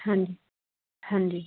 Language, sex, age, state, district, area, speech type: Punjabi, female, 30-45, Punjab, Muktsar, rural, conversation